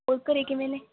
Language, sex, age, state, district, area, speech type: Punjabi, female, 18-30, Punjab, Mansa, rural, conversation